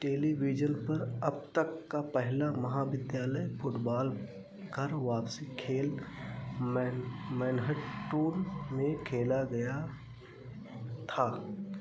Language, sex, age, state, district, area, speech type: Hindi, male, 45-60, Uttar Pradesh, Ayodhya, rural, read